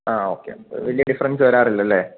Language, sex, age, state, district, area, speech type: Malayalam, male, 18-30, Kerala, Idukki, rural, conversation